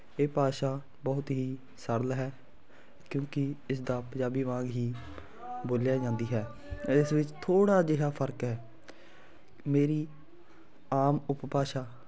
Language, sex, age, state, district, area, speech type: Punjabi, male, 18-30, Punjab, Fatehgarh Sahib, rural, spontaneous